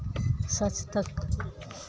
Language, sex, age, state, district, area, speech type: Maithili, female, 30-45, Bihar, Araria, urban, spontaneous